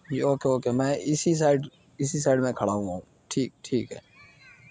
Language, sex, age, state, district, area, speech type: Urdu, male, 30-45, Uttar Pradesh, Lucknow, urban, spontaneous